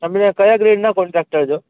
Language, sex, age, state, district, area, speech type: Gujarati, male, 18-30, Gujarat, Aravalli, urban, conversation